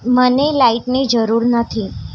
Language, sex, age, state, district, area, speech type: Gujarati, female, 18-30, Gujarat, Ahmedabad, urban, read